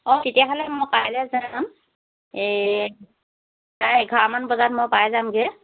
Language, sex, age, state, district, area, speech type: Assamese, female, 60+, Assam, Dhemaji, rural, conversation